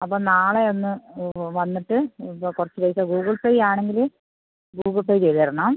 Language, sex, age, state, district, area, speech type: Malayalam, female, 60+, Kerala, Wayanad, rural, conversation